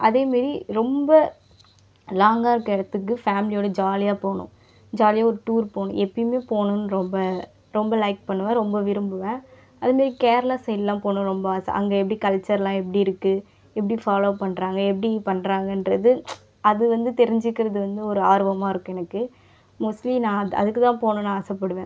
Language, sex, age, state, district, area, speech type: Tamil, female, 18-30, Tamil Nadu, Viluppuram, urban, spontaneous